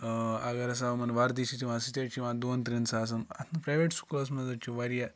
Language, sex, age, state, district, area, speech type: Kashmiri, male, 45-60, Jammu and Kashmir, Ganderbal, rural, spontaneous